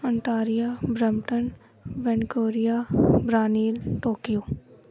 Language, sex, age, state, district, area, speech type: Punjabi, female, 18-30, Punjab, Gurdaspur, rural, spontaneous